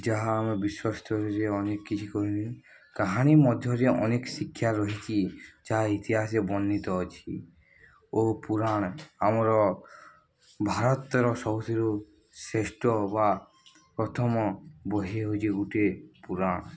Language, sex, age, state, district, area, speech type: Odia, male, 18-30, Odisha, Balangir, urban, spontaneous